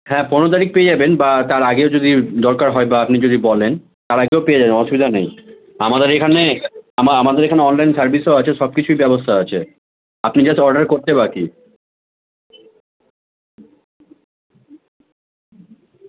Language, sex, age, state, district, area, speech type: Bengali, male, 18-30, West Bengal, Malda, rural, conversation